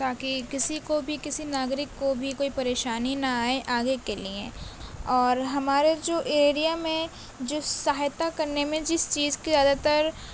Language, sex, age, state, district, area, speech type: Urdu, female, 18-30, Uttar Pradesh, Gautam Buddha Nagar, rural, spontaneous